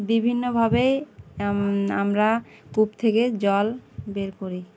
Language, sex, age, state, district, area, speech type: Bengali, female, 18-30, West Bengal, Uttar Dinajpur, urban, spontaneous